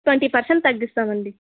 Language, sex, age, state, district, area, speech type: Telugu, female, 18-30, Andhra Pradesh, Annamaya, rural, conversation